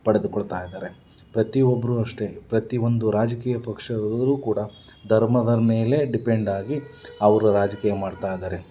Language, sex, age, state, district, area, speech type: Kannada, male, 30-45, Karnataka, Davanagere, rural, spontaneous